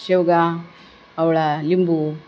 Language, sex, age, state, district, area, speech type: Marathi, female, 45-60, Maharashtra, Nanded, rural, spontaneous